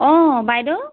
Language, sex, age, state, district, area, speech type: Assamese, female, 30-45, Assam, Majuli, urban, conversation